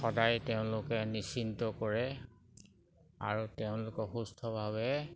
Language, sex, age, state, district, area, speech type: Assamese, male, 45-60, Assam, Sivasagar, rural, spontaneous